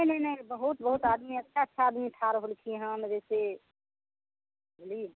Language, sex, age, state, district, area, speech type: Maithili, female, 30-45, Bihar, Samastipur, rural, conversation